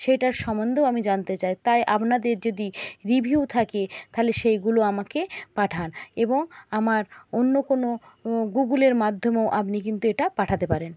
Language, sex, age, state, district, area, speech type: Bengali, female, 60+, West Bengal, Jhargram, rural, spontaneous